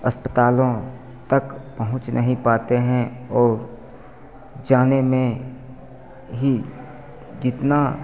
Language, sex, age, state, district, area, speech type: Hindi, male, 30-45, Bihar, Begusarai, rural, spontaneous